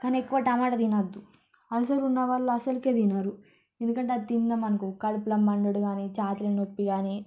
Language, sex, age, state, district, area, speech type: Telugu, female, 30-45, Telangana, Ranga Reddy, urban, spontaneous